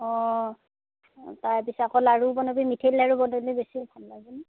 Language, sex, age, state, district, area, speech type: Assamese, female, 60+, Assam, Darrang, rural, conversation